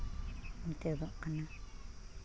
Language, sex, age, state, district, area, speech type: Santali, female, 45-60, Jharkhand, Seraikela Kharsawan, rural, spontaneous